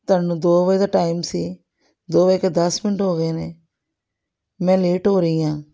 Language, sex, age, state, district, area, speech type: Punjabi, female, 60+, Punjab, Amritsar, urban, spontaneous